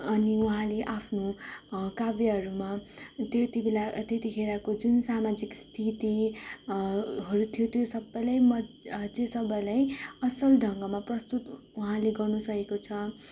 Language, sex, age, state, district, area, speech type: Nepali, female, 18-30, West Bengal, Darjeeling, rural, spontaneous